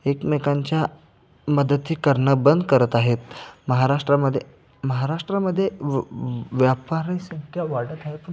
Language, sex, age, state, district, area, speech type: Marathi, male, 18-30, Maharashtra, Sangli, urban, spontaneous